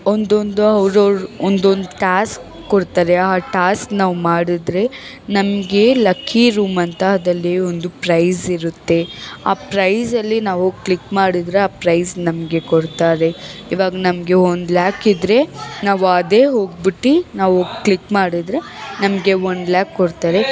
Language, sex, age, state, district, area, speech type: Kannada, female, 18-30, Karnataka, Bangalore Urban, urban, spontaneous